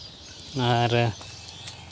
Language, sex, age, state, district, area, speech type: Santali, male, 30-45, West Bengal, Malda, rural, spontaneous